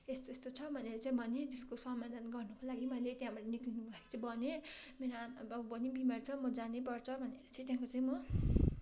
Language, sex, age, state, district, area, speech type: Nepali, female, 45-60, West Bengal, Darjeeling, rural, spontaneous